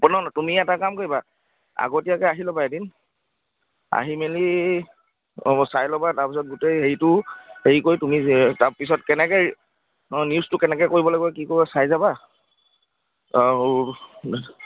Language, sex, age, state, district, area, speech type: Assamese, male, 30-45, Assam, Charaideo, urban, conversation